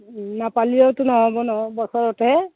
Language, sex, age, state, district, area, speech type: Assamese, female, 60+, Assam, Darrang, rural, conversation